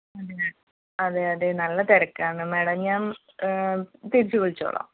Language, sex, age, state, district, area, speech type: Malayalam, female, 30-45, Kerala, Malappuram, rural, conversation